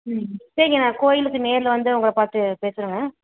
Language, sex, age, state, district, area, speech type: Tamil, female, 30-45, Tamil Nadu, Salem, rural, conversation